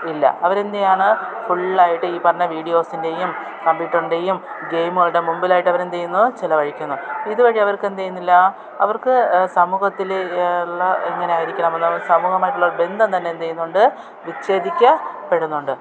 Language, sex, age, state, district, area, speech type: Malayalam, female, 30-45, Kerala, Thiruvananthapuram, urban, spontaneous